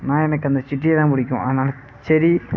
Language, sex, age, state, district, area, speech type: Tamil, male, 30-45, Tamil Nadu, Sivaganga, rural, spontaneous